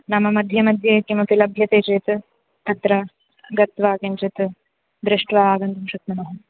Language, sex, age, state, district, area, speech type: Sanskrit, female, 18-30, Karnataka, Uttara Kannada, rural, conversation